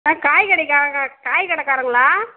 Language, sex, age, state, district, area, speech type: Tamil, female, 45-60, Tamil Nadu, Kallakurichi, rural, conversation